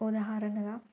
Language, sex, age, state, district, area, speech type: Telugu, female, 30-45, Telangana, Warangal, urban, spontaneous